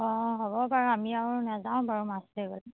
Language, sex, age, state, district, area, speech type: Assamese, female, 30-45, Assam, Biswanath, rural, conversation